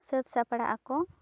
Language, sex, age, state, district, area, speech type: Santali, female, 18-30, West Bengal, Bankura, rural, spontaneous